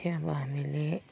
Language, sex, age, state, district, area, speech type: Nepali, female, 30-45, West Bengal, Kalimpong, rural, spontaneous